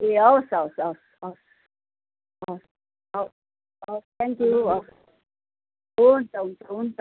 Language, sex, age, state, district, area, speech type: Nepali, female, 60+, West Bengal, Kalimpong, rural, conversation